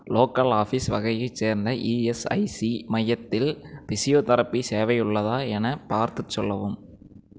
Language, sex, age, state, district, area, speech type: Tamil, male, 18-30, Tamil Nadu, Erode, urban, read